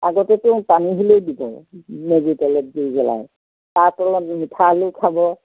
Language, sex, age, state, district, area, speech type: Assamese, female, 60+, Assam, Golaghat, urban, conversation